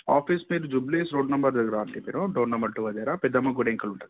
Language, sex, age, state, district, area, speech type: Telugu, male, 18-30, Telangana, Hyderabad, urban, conversation